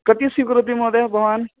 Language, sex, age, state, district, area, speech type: Sanskrit, male, 30-45, Karnataka, Vijayapura, urban, conversation